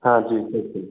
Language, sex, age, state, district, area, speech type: Hindi, male, 18-30, Madhya Pradesh, Jabalpur, urban, conversation